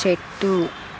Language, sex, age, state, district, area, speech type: Telugu, female, 30-45, Andhra Pradesh, Chittoor, urban, read